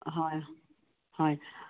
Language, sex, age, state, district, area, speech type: Assamese, female, 60+, Assam, Biswanath, rural, conversation